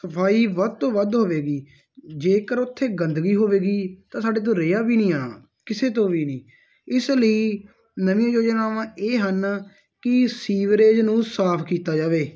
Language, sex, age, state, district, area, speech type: Punjabi, male, 18-30, Punjab, Muktsar, rural, spontaneous